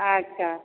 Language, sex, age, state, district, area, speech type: Maithili, female, 60+, Bihar, Supaul, urban, conversation